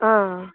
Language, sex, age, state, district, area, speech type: Goan Konkani, female, 30-45, Goa, Salcete, urban, conversation